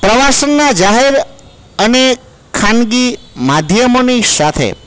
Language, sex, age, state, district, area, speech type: Gujarati, male, 45-60, Gujarat, Junagadh, urban, spontaneous